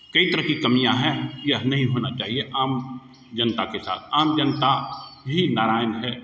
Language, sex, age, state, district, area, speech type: Hindi, male, 60+, Bihar, Begusarai, urban, spontaneous